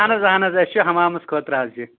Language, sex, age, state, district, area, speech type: Kashmiri, male, 30-45, Jammu and Kashmir, Anantnag, rural, conversation